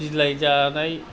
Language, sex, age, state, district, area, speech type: Bodo, male, 60+, Assam, Kokrajhar, rural, spontaneous